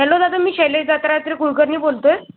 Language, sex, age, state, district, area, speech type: Marathi, male, 30-45, Maharashtra, Buldhana, rural, conversation